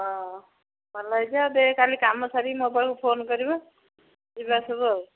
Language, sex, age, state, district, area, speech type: Odia, female, 45-60, Odisha, Jagatsinghpur, rural, conversation